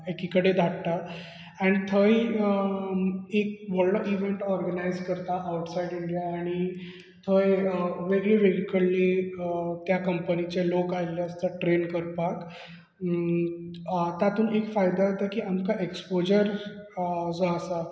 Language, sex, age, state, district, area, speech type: Goan Konkani, male, 30-45, Goa, Bardez, urban, spontaneous